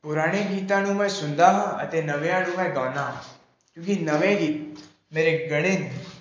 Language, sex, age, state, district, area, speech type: Punjabi, male, 18-30, Punjab, Pathankot, urban, spontaneous